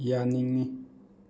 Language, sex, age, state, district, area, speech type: Manipuri, male, 18-30, Manipur, Thoubal, rural, read